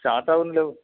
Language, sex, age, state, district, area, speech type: Malayalam, male, 45-60, Kerala, Kollam, rural, conversation